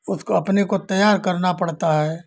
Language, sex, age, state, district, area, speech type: Hindi, male, 60+, Uttar Pradesh, Azamgarh, urban, spontaneous